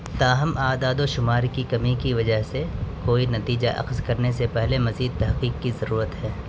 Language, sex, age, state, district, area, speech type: Urdu, male, 18-30, Delhi, North West Delhi, urban, read